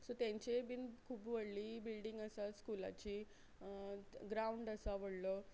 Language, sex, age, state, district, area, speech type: Goan Konkani, female, 30-45, Goa, Quepem, rural, spontaneous